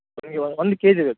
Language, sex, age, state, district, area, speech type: Kannada, male, 30-45, Karnataka, Udupi, urban, conversation